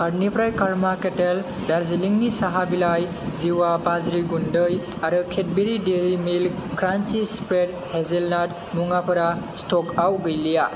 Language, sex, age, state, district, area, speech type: Bodo, male, 18-30, Assam, Kokrajhar, rural, read